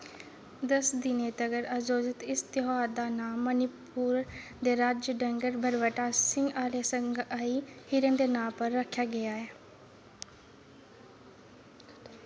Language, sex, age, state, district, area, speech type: Dogri, female, 18-30, Jammu and Kashmir, Kathua, rural, read